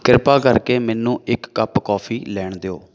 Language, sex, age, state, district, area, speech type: Punjabi, male, 30-45, Punjab, Amritsar, urban, read